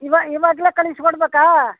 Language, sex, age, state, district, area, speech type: Kannada, female, 60+, Karnataka, Mysore, rural, conversation